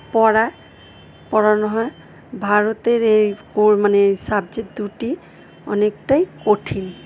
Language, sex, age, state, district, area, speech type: Bengali, female, 45-60, West Bengal, Purba Bardhaman, rural, spontaneous